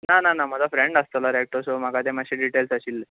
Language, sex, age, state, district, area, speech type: Goan Konkani, male, 18-30, Goa, Bardez, urban, conversation